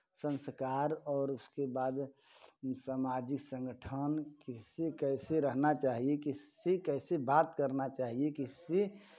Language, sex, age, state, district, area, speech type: Hindi, male, 45-60, Uttar Pradesh, Chandauli, urban, spontaneous